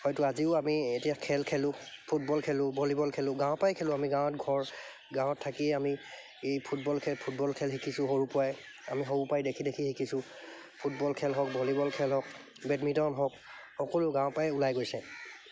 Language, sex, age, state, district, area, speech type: Assamese, male, 30-45, Assam, Charaideo, urban, spontaneous